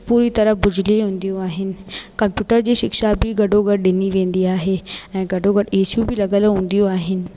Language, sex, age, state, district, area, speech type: Sindhi, female, 18-30, Rajasthan, Ajmer, urban, spontaneous